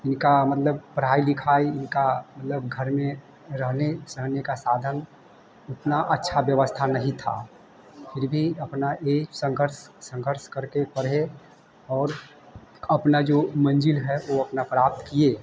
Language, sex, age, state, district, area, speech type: Hindi, male, 30-45, Bihar, Vaishali, urban, spontaneous